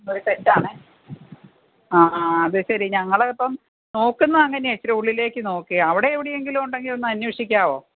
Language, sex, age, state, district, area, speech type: Malayalam, female, 45-60, Kerala, Kottayam, urban, conversation